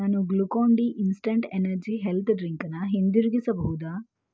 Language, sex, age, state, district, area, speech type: Kannada, female, 18-30, Karnataka, Shimoga, rural, read